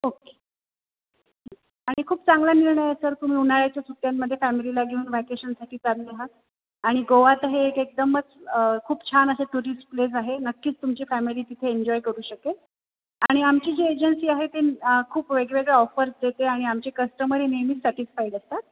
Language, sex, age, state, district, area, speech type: Marathi, female, 30-45, Maharashtra, Buldhana, urban, conversation